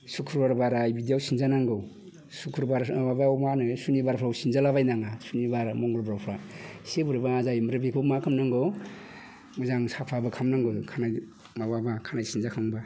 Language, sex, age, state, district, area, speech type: Bodo, male, 45-60, Assam, Udalguri, rural, spontaneous